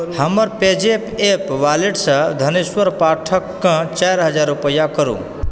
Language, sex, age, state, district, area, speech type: Maithili, male, 30-45, Bihar, Supaul, urban, read